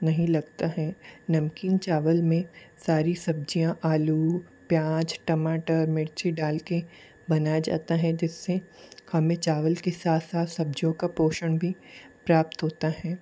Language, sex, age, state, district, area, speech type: Hindi, male, 18-30, Rajasthan, Jodhpur, urban, spontaneous